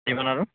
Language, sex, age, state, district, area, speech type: Telugu, male, 30-45, Telangana, Siddipet, rural, conversation